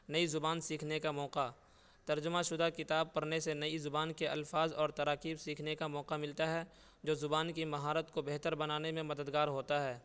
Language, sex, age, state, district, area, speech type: Urdu, male, 18-30, Uttar Pradesh, Saharanpur, urban, spontaneous